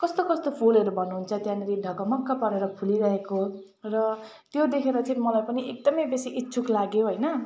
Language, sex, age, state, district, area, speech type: Nepali, female, 30-45, West Bengal, Jalpaiguri, urban, spontaneous